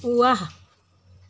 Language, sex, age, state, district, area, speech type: Assamese, female, 60+, Assam, Dhemaji, rural, read